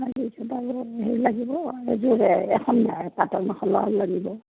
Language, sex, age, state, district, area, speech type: Assamese, female, 60+, Assam, Morigaon, rural, conversation